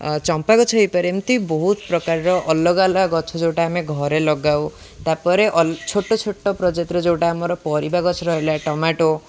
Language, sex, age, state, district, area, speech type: Odia, male, 18-30, Odisha, Jagatsinghpur, rural, spontaneous